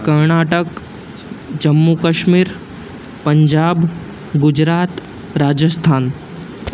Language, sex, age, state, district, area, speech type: Gujarati, male, 18-30, Gujarat, Ahmedabad, urban, spontaneous